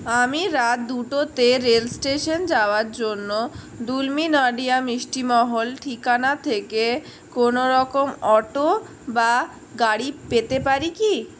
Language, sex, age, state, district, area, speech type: Bengali, female, 60+, West Bengal, Purulia, urban, spontaneous